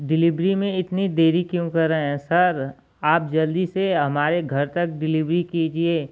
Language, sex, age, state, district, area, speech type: Hindi, male, 18-30, Uttar Pradesh, Ghazipur, rural, spontaneous